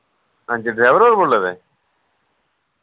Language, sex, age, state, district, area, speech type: Dogri, male, 18-30, Jammu and Kashmir, Reasi, rural, conversation